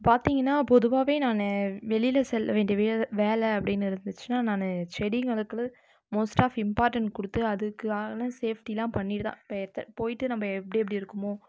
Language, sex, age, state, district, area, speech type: Tamil, female, 30-45, Tamil Nadu, Viluppuram, rural, spontaneous